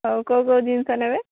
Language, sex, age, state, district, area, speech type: Odia, female, 18-30, Odisha, Subarnapur, urban, conversation